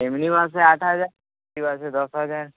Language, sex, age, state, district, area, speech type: Bengali, male, 18-30, West Bengal, Uttar Dinajpur, rural, conversation